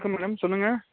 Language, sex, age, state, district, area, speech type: Tamil, male, 30-45, Tamil Nadu, Nilgiris, urban, conversation